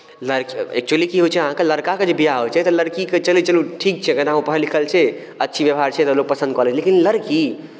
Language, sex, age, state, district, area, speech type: Maithili, male, 18-30, Bihar, Darbhanga, rural, spontaneous